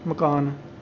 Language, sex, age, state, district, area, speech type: Dogri, male, 18-30, Jammu and Kashmir, Reasi, rural, read